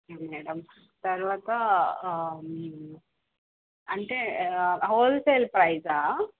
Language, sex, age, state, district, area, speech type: Telugu, female, 30-45, Andhra Pradesh, Chittoor, urban, conversation